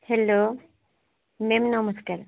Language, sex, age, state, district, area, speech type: Odia, female, 18-30, Odisha, Sambalpur, rural, conversation